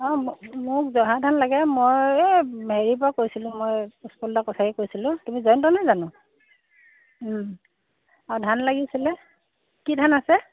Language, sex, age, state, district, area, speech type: Assamese, female, 45-60, Assam, Dhemaji, urban, conversation